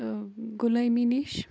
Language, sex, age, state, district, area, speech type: Kashmiri, female, 30-45, Jammu and Kashmir, Baramulla, rural, spontaneous